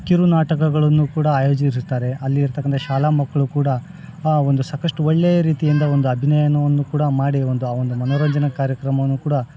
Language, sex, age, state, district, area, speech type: Kannada, male, 45-60, Karnataka, Bellary, rural, spontaneous